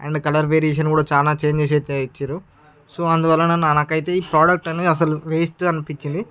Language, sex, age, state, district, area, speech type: Telugu, male, 18-30, Andhra Pradesh, Srikakulam, rural, spontaneous